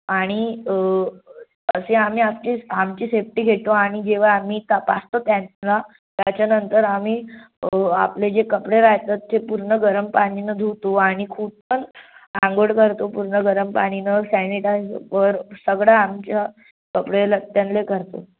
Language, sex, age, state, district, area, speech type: Marathi, male, 30-45, Maharashtra, Nagpur, urban, conversation